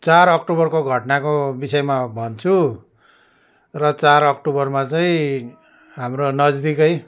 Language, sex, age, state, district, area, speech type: Nepali, male, 60+, West Bengal, Darjeeling, rural, spontaneous